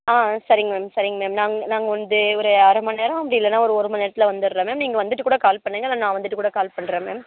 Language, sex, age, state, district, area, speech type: Tamil, female, 18-30, Tamil Nadu, Perambalur, rural, conversation